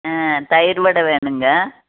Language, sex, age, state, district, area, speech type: Tamil, female, 60+, Tamil Nadu, Tiruppur, rural, conversation